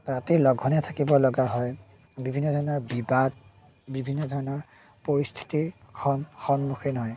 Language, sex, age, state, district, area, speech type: Assamese, male, 30-45, Assam, Biswanath, rural, spontaneous